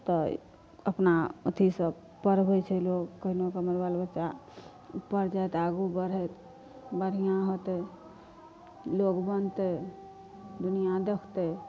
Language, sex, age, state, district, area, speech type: Maithili, female, 45-60, Bihar, Madhepura, rural, spontaneous